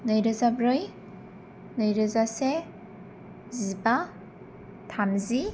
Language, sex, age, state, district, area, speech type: Bodo, female, 18-30, Assam, Kokrajhar, urban, spontaneous